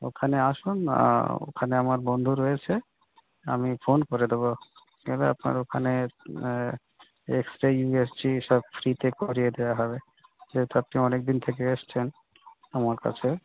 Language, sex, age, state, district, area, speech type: Bengali, male, 30-45, West Bengal, Dakshin Dinajpur, urban, conversation